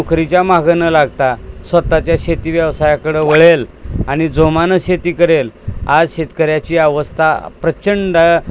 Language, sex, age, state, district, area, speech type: Marathi, male, 60+, Maharashtra, Osmanabad, rural, spontaneous